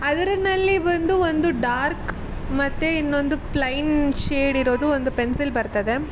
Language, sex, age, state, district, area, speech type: Kannada, female, 18-30, Karnataka, Tumkur, urban, spontaneous